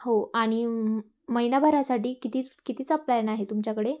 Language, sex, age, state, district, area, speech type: Marathi, female, 18-30, Maharashtra, Ahmednagar, rural, spontaneous